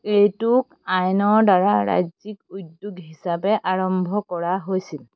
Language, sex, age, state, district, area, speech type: Assamese, female, 30-45, Assam, Golaghat, rural, read